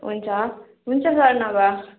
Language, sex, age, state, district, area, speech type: Nepali, female, 18-30, West Bengal, Darjeeling, rural, conversation